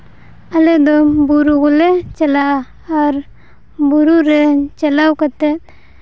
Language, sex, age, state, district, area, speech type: Santali, female, 18-30, Jharkhand, Seraikela Kharsawan, rural, spontaneous